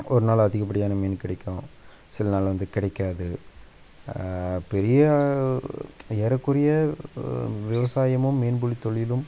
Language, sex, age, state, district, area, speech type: Tamil, male, 18-30, Tamil Nadu, Dharmapuri, rural, spontaneous